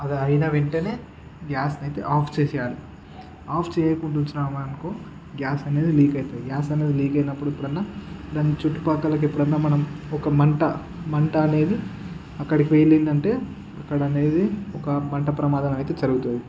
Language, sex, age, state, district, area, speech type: Telugu, male, 30-45, Andhra Pradesh, Srikakulam, urban, spontaneous